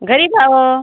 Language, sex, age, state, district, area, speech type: Marathi, female, 45-60, Maharashtra, Washim, rural, conversation